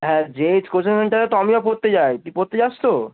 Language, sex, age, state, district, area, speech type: Bengali, male, 18-30, West Bengal, Darjeeling, rural, conversation